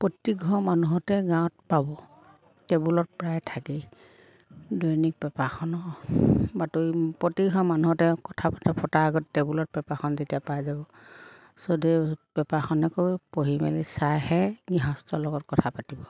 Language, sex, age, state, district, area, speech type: Assamese, female, 45-60, Assam, Lakhimpur, rural, spontaneous